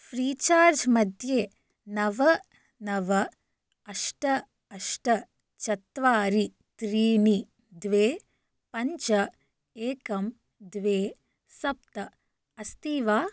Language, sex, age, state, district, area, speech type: Sanskrit, female, 18-30, Karnataka, Shimoga, urban, read